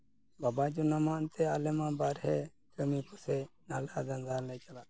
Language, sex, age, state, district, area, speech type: Santali, male, 45-60, West Bengal, Malda, rural, spontaneous